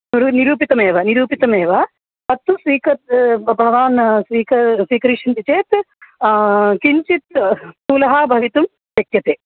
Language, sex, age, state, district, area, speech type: Sanskrit, female, 30-45, Andhra Pradesh, Krishna, urban, conversation